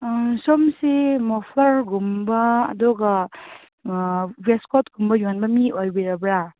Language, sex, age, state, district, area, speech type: Manipuri, female, 30-45, Manipur, Chandel, rural, conversation